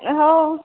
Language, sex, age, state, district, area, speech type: Marathi, female, 30-45, Maharashtra, Nagpur, rural, conversation